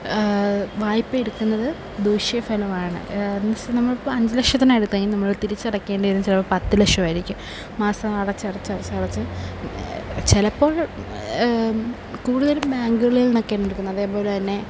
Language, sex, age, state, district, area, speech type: Malayalam, female, 18-30, Kerala, Kollam, rural, spontaneous